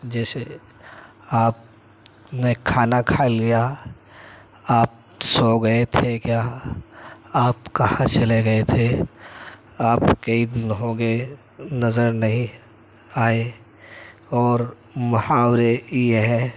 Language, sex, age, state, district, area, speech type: Urdu, male, 18-30, Delhi, Central Delhi, urban, spontaneous